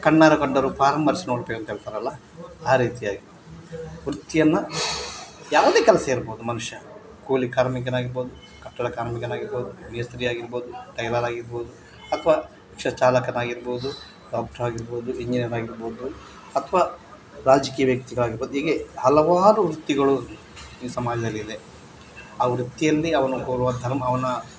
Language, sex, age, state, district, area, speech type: Kannada, male, 45-60, Karnataka, Dakshina Kannada, rural, spontaneous